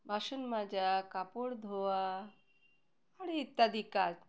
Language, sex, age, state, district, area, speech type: Bengali, female, 30-45, West Bengal, Birbhum, urban, spontaneous